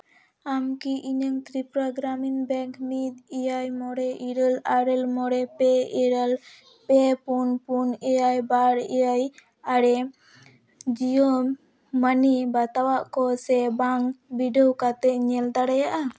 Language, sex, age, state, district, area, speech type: Santali, female, 18-30, West Bengal, Purba Bardhaman, rural, read